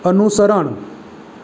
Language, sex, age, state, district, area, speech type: Gujarati, male, 30-45, Gujarat, Surat, urban, read